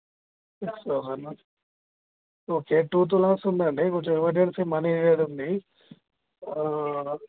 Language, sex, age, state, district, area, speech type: Telugu, male, 18-30, Telangana, Jagtial, urban, conversation